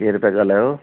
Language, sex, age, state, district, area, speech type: Sindhi, male, 45-60, Gujarat, Kutch, urban, conversation